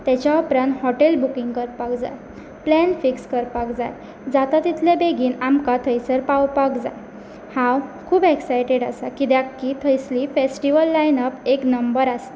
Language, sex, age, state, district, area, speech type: Goan Konkani, female, 18-30, Goa, Pernem, rural, spontaneous